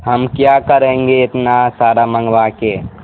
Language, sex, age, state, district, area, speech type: Urdu, male, 18-30, Bihar, Supaul, rural, conversation